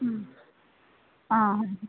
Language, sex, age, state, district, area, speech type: Goan Konkani, female, 30-45, Goa, Quepem, rural, conversation